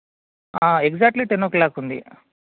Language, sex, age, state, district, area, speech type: Telugu, male, 18-30, Telangana, Karimnagar, urban, conversation